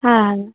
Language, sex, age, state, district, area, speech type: Bengali, female, 18-30, West Bengal, Darjeeling, urban, conversation